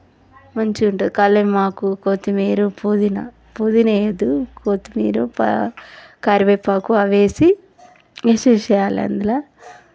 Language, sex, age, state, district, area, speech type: Telugu, female, 30-45, Telangana, Vikarabad, urban, spontaneous